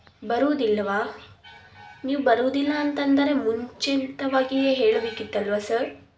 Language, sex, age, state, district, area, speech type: Kannada, female, 30-45, Karnataka, Davanagere, urban, spontaneous